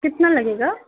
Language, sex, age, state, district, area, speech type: Urdu, female, 18-30, Uttar Pradesh, Balrampur, rural, conversation